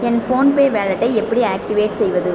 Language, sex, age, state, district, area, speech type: Tamil, female, 18-30, Tamil Nadu, Pudukkottai, rural, read